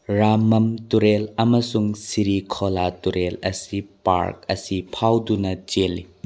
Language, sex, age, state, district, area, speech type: Manipuri, male, 18-30, Manipur, Bishnupur, rural, read